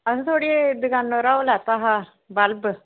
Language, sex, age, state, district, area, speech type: Dogri, female, 30-45, Jammu and Kashmir, Reasi, rural, conversation